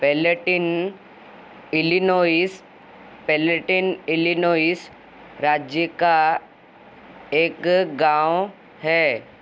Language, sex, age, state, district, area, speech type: Hindi, male, 30-45, Madhya Pradesh, Seoni, rural, read